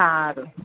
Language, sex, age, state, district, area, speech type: Gujarati, female, 30-45, Gujarat, Ahmedabad, urban, conversation